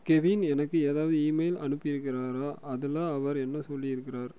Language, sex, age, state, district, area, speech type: Tamil, male, 18-30, Tamil Nadu, Erode, rural, read